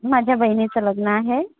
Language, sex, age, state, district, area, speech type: Marathi, female, 18-30, Maharashtra, Yavatmal, rural, conversation